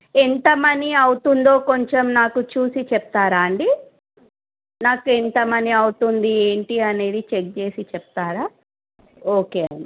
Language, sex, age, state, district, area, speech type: Telugu, female, 30-45, Telangana, Medchal, rural, conversation